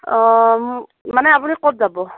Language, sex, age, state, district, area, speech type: Assamese, female, 30-45, Assam, Morigaon, rural, conversation